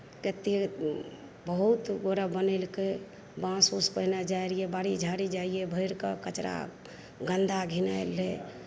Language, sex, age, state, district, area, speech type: Maithili, female, 45-60, Bihar, Madhepura, rural, spontaneous